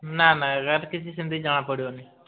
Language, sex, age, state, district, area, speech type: Odia, male, 18-30, Odisha, Mayurbhanj, rural, conversation